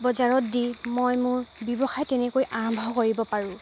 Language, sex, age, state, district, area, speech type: Assamese, female, 45-60, Assam, Dibrugarh, rural, spontaneous